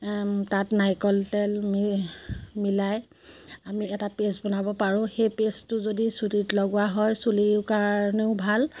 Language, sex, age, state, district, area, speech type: Assamese, female, 30-45, Assam, Majuli, urban, spontaneous